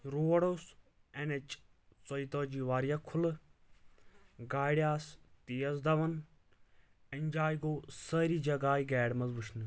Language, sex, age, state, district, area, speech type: Kashmiri, male, 18-30, Jammu and Kashmir, Kulgam, rural, spontaneous